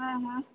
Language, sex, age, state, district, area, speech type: Maithili, female, 18-30, Bihar, Purnia, rural, conversation